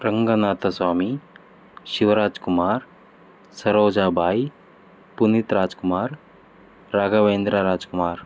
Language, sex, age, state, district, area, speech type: Kannada, male, 30-45, Karnataka, Davanagere, rural, spontaneous